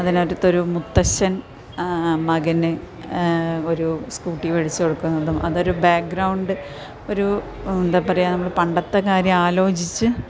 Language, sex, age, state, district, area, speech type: Malayalam, female, 45-60, Kerala, Malappuram, urban, spontaneous